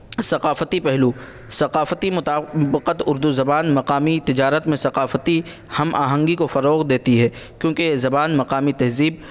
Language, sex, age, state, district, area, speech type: Urdu, male, 18-30, Uttar Pradesh, Saharanpur, urban, spontaneous